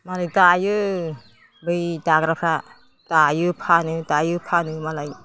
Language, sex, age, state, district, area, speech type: Bodo, female, 60+, Assam, Udalguri, rural, spontaneous